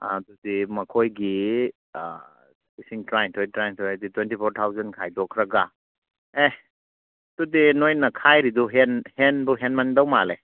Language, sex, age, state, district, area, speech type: Manipuri, male, 30-45, Manipur, Churachandpur, rural, conversation